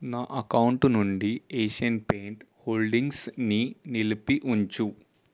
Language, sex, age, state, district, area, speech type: Telugu, male, 18-30, Telangana, Ranga Reddy, urban, read